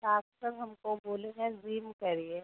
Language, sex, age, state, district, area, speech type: Hindi, female, 30-45, Uttar Pradesh, Jaunpur, rural, conversation